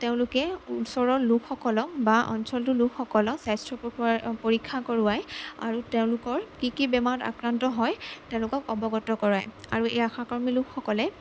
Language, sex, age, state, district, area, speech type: Assamese, female, 18-30, Assam, Jorhat, urban, spontaneous